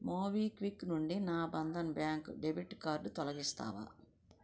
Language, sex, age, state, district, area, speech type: Telugu, female, 45-60, Andhra Pradesh, Nellore, rural, read